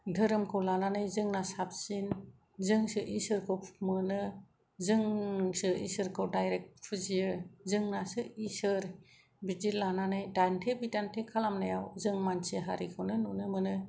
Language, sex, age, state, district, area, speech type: Bodo, female, 45-60, Assam, Kokrajhar, rural, spontaneous